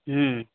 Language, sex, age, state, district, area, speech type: Urdu, male, 30-45, Bihar, Khagaria, urban, conversation